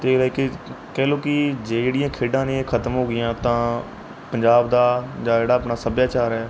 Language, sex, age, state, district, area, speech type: Punjabi, male, 18-30, Punjab, Mohali, rural, spontaneous